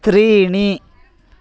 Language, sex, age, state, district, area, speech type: Sanskrit, male, 18-30, Karnataka, Vijayapura, rural, read